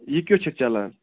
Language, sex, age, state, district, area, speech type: Kashmiri, male, 45-60, Jammu and Kashmir, Budgam, rural, conversation